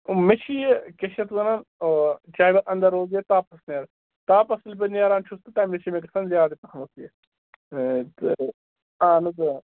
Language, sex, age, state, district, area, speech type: Kashmiri, male, 18-30, Jammu and Kashmir, Budgam, rural, conversation